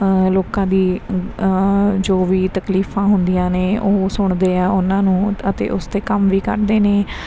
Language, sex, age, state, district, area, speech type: Punjabi, female, 30-45, Punjab, Mansa, urban, spontaneous